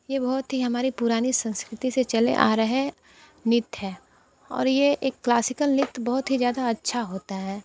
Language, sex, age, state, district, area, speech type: Hindi, female, 60+, Uttar Pradesh, Sonbhadra, rural, spontaneous